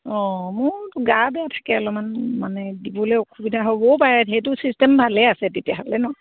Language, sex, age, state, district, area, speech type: Assamese, female, 45-60, Assam, Sivasagar, rural, conversation